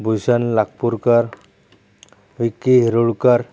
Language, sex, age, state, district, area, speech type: Marathi, male, 30-45, Maharashtra, Akola, rural, spontaneous